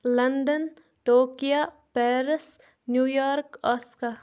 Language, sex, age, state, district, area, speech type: Kashmiri, female, 18-30, Jammu and Kashmir, Bandipora, rural, spontaneous